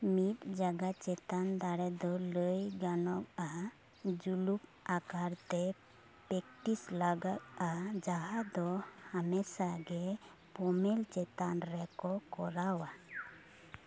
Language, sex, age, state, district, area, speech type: Santali, female, 18-30, West Bengal, Purulia, rural, read